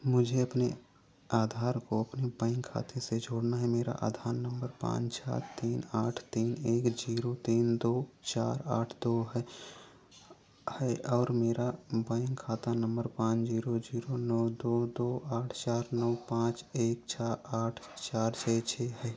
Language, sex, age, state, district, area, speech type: Hindi, male, 45-60, Uttar Pradesh, Ayodhya, rural, read